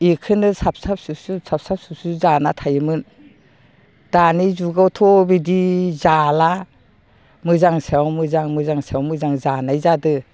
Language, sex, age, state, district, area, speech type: Bodo, female, 60+, Assam, Baksa, urban, spontaneous